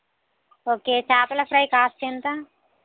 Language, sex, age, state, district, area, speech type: Telugu, female, 30-45, Telangana, Hanamkonda, rural, conversation